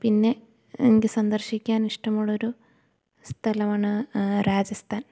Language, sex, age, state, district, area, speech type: Malayalam, female, 18-30, Kerala, Idukki, rural, spontaneous